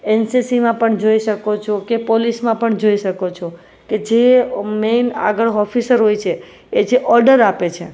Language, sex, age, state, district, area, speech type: Gujarati, female, 30-45, Gujarat, Rajkot, urban, spontaneous